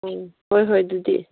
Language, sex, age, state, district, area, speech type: Manipuri, female, 18-30, Manipur, Kangpokpi, rural, conversation